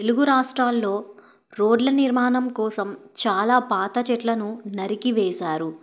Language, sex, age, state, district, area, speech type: Telugu, female, 18-30, Telangana, Bhadradri Kothagudem, rural, spontaneous